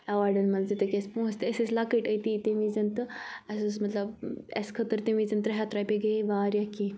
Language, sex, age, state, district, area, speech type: Kashmiri, female, 18-30, Jammu and Kashmir, Kupwara, rural, spontaneous